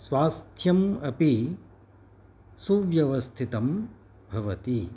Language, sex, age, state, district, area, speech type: Sanskrit, male, 60+, Karnataka, Udupi, urban, spontaneous